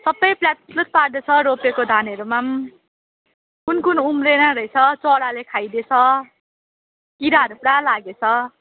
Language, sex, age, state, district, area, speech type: Nepali, female, 18-30, West Bengal, Darjeeling, rural, conversation